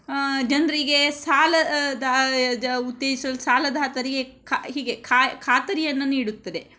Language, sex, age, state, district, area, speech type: Kannada, female, 30-45, Karnataka, Shimoga, rural, spontaneous